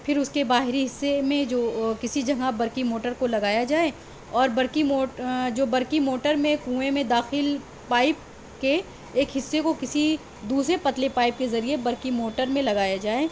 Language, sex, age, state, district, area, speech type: Urdu, female, 18-30, Delhi, South Delhi, urban, spontaneous